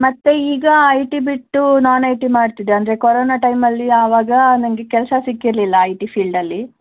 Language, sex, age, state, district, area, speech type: Kannada, female, 18-30, Karnataka, Shimoga, rural, conversation